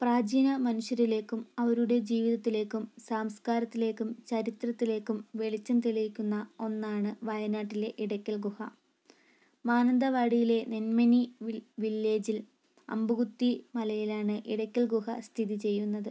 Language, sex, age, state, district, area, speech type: Malayalam, female, 18-30, Kerala, Wayanad, rural, spontaneous